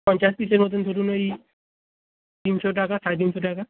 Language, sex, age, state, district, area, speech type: Bengali, male, 18-30, West Bengal, Darjeeling, rural, conversation